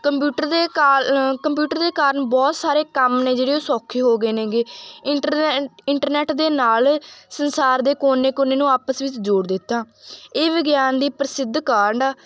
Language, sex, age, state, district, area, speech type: Punjabi, female, 18-30, Punjab, Mansa, rural, spontaneous